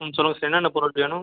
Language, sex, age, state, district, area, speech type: Tamil, male, 18-30, Tamil Nadu, Pudukkottai, rural, conversation